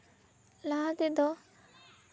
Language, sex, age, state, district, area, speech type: Santali, female, 18-30, West Bengal, Purba Bardhaman, rural, spontaneous